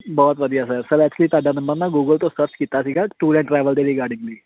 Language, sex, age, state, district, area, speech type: Punjabi, male, 18-30, Punjab, Amritsar, urban, conversation